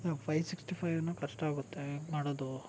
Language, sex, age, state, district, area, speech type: Kannada, male, 18-30, Karnataka, Chikkaballapur, rural, spontaneous